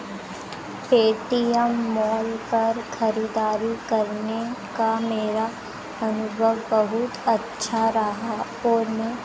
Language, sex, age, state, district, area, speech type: Hindi, female, 18-30, Madhya Pradesh, Harda, urban, read